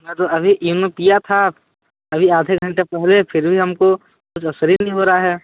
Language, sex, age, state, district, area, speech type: Hindi, male, 18-30, Uttar Pradesh, Sonbhadra, rural, conversation